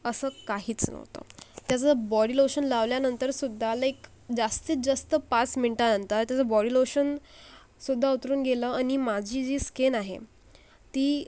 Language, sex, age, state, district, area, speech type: Marathi, female, 18-30, Maharashtra, Akola, urban, spontaneous